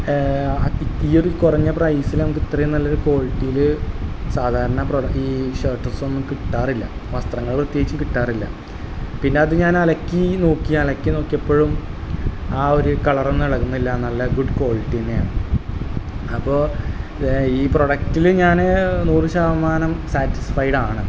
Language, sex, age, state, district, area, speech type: Malayalam, male, 18-30, Kerala, Malappuram, rural, spontaneous